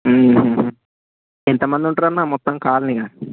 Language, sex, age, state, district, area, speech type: Telugu, male, 18-30, Telangana, Jayashankar, rural, conversation